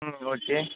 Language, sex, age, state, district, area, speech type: Tamil, male, 18-30, Tamil Nadu, Tiruvarur, urban, conversation